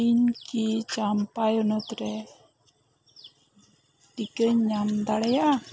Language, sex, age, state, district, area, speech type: Santali, female, 30-45, West Bengal, Bankura, rural, read